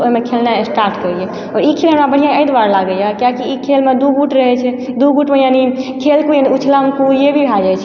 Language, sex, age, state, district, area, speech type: Maithili, female, 18-30, Bihar, Supaul, rural, spontaneous